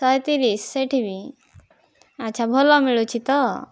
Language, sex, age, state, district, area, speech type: Odia, female, 18-30, Odisha, Kandhamal, rural, spontaneous